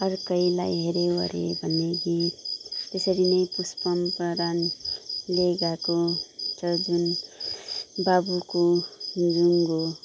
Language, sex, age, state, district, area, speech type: Nepali, female, 30-45, West Bengal, Kalimpong, rural, spontaneous